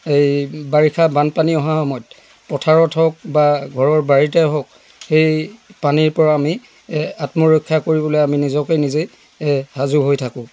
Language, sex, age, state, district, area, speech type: Assamese, male, 60+, Assam, Dibrugarh, rural, spontaneous